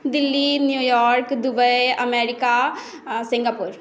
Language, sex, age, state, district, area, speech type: Maithili, other, 18-30, Bihar, Saharsa, rural, spontaneous